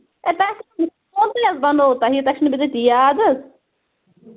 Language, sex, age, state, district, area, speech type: Kashmiri, female, 30-45, Jammu and Kashmir, Bandipora, rural, conversation